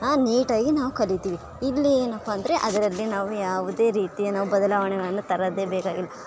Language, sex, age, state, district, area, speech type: Kannada, female, 18-30, Karnataka, Bellary, rural, spontaneous